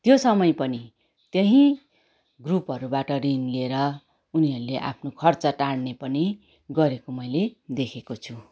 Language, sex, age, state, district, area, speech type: Nepali, female, 45-60, West Bengal, Darjeeling, rural, spontaneous